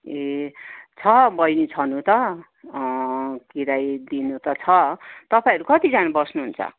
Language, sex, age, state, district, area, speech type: Nepali, female, 60+, West Bengal, Kalimpong, rural, conversation